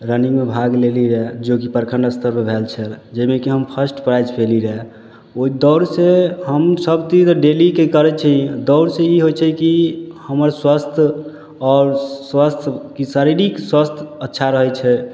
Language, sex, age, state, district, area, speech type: Maithili, male, 18-30, Bihar, Samastipur, urban, spontaneous